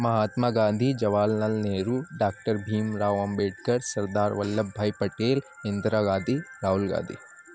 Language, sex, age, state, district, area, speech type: Urdu, male, 18-30, Uttar Pradesh, Azamgarh, rural, spontaneous